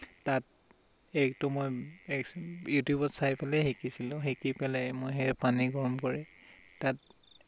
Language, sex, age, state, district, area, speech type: Assamese, male, 18-30, Assam, Tinsukia, urban, spontaneous